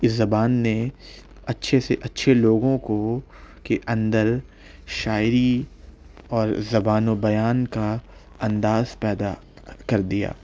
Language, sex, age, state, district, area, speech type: Urdu, male, 18-30, Delhi, South Delhi, urban, spontaneous